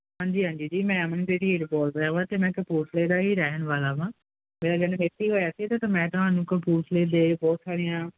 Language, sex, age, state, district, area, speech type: Punjabi, male, 18-30, Punjab, Kapurthala, urban, conversation